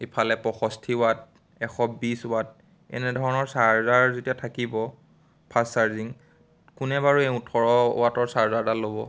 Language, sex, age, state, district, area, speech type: Assamese, male, 18-30, Assam, Biswanath, rural, spontaneous